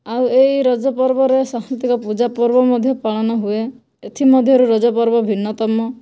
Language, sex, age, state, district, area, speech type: Odia, female, 18-30, Odisha, Kandhamal, rural, spontaneous